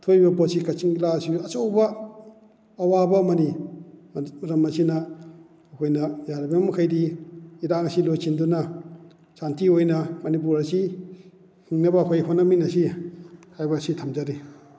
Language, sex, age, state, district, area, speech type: Manipuri, male, 45-60, Manipur, Kakching, rural, spontaneous